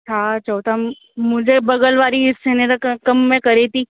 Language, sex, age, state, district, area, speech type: Sindhi, female, 18-30, Delhi, South Delhi, urban, conversation